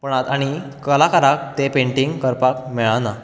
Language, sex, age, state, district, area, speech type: Goan Konkani, male, 18-30, Goa, Bardez, urban, spontaneous